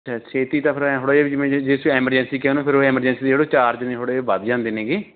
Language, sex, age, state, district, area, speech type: Punjabi, male, 30-45, Punjab, Barnala, rural, conversation